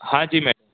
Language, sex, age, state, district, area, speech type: Sindhi, male, 18-30, Gujarat, Surat, urban, conversation